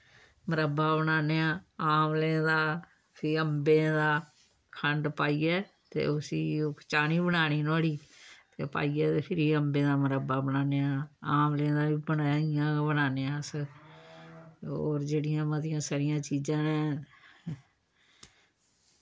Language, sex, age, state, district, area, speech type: Dogri, female, 60+, Jammu and Kashmir, Samba, rural, spontaneous